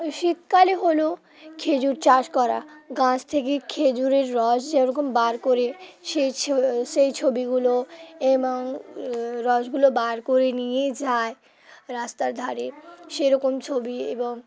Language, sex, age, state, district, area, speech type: Bengali, female, 18-30, West Bengal, Hooghly, urban, spontaneous